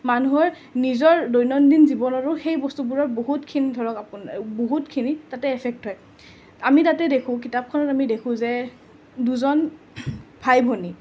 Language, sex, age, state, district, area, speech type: Assamese, female, 30-45, Assam, Nalbari, rural, spontaneous